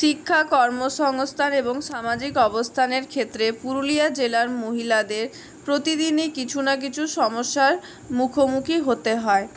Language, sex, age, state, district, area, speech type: Bengali, female, 60+, West Bengal, Purulia, urban, spontaneous